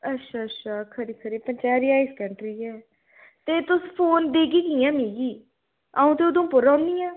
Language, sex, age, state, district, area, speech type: Dogri, female, 18-30, Jammu and Kashmir, Udhampur, rural, conversation